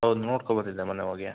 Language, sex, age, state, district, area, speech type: Kannada, male, 18-30, Karnataka, Shimoga, rural, conversation